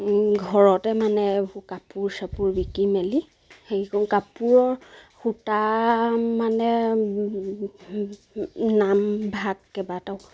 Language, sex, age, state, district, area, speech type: Assamese, female, 30-45, Assam, Sivasagar, rural, spontaneous